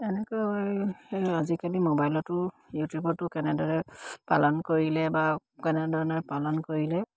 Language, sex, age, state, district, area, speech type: Assamese, female, 45-60, Assam, Dibrugarh, rural, spontaneous